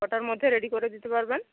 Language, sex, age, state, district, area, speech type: Bengali, female, 45-60, West Bengal, Bankura, rural, conversation